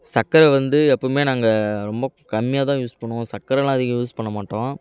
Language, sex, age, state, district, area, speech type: Tamil, male, 18-30, Tamil Nadu, Kallakurichi, urban, spontaneous